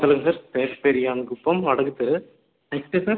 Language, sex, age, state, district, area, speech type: Tamil, male, 18-30, Tamil Nadu, Cuddalore, rural, conversation